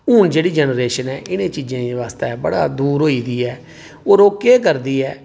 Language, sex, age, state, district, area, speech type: Dogri, male, 45-60, Jammu and Kashmir, Reasi, urban, spontaneous